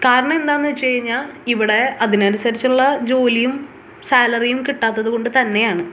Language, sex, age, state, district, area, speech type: Malayalam, female, 18-30, Kerala, Thrissur, urban, spontaneous